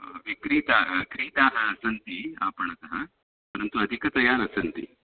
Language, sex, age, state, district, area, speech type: Sanskrit, male, 30-45, Karnataka, Udupi, rural, conversation